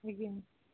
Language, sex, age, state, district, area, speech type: Odia, female, 60+, Odisha, Jharsuguda, rural, conversation